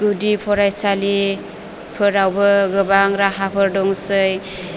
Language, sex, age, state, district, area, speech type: Bodo, female, 18-30, Assam, Chirang, urban, spontaneous